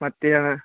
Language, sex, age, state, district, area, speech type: Kannada, male, 30-45, Karnataka, Gadag, rural, conversation